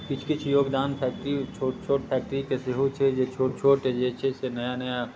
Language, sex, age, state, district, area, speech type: Maithili, male, 30-45, Bihar, Muzaffarpur, urban, spontaneous